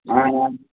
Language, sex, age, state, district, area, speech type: Tamil, male, 18-30, Tamil Nadu, Thanjavur, rural, conversation